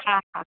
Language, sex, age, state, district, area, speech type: Sindhi, female, 18-30, Gujarat, Surat, urban, conversation